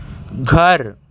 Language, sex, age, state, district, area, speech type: Urdu, male, 18-30, Maharashtra, Nashik, urban, read